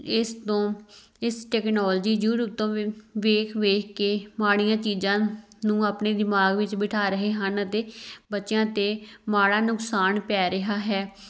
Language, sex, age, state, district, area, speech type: Punjabi, female, 18-30, Punjab, Tarn Taran, rural, spontaneous